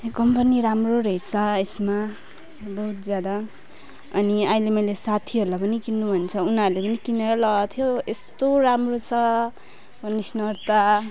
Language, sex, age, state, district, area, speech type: Nepali, female, 30-45, West Bengal, Alipurduar, urban, spontaneous